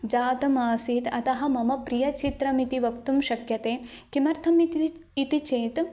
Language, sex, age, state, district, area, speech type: Sanskrit, female, 18-30, Karnataka, Chikkamagaluru, rural, spontaneous